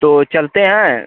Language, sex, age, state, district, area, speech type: Hindi, male, 18-30, Uttar Pradesh, Azamgarh, rural, conversation